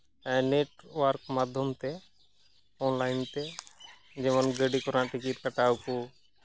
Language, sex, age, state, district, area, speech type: Santali, male, 30-45, West Bengal, Malda, rural, spontaneous